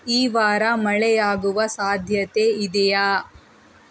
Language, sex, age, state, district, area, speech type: Kannada, female, 30-45, Karnataka, Tumkur, rural, read